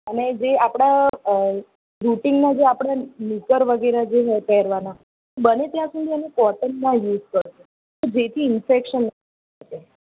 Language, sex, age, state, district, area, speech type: Gujarati, female, 30-45, Gujarat, Ahmedabad, urban, conversation